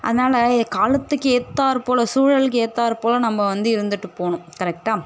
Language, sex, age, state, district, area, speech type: Tamil, female, 18-30, Tamil Nadu, Chennai, urban, spontaneous